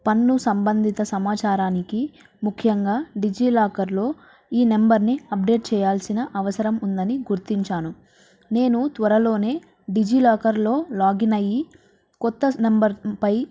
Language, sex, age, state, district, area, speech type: Telugu, female, 18-30, Andhra Pradesh, Nandyal, urban, spontaneous